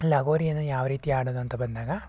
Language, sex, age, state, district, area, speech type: Kannada, male, 18-30, Karnataka, Chikkaballapur, rural, spontaneous